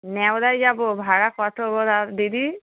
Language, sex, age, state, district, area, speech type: Bengali, female, 18-30, West Bengal, Darjeeling, rural, conversation